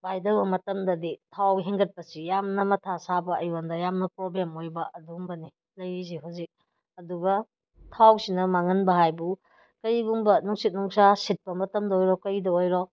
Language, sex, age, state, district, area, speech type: Manipuri, female, 30-45, Manipur, Kakching, rural, spontaneous